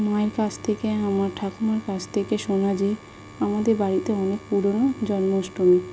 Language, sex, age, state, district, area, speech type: Bengali, female, 18-30, West Bengal, South 24 Parganas, rural, spontaneous